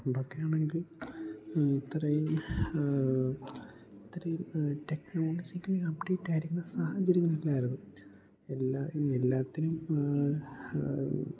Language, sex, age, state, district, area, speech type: Malayalam, male, 18-30, Kerala, Idukki, rural, spontaneous